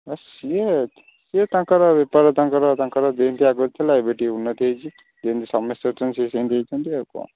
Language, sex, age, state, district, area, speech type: Odia, male, 18-30, Odisha, Jagatsinghpur, rural, conversation